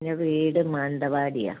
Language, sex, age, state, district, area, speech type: Malayalam, female, 60+, Kerala, Kozhikode, rural, conversation